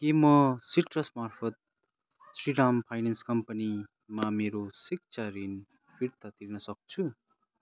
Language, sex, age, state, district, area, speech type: Nepali, male, 30-45, West Bengal, Kalimpong, rural, read